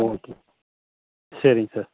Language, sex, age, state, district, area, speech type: Tamil, male, 30-45, Tamil Nadu, Krishnagiri, rural, conversation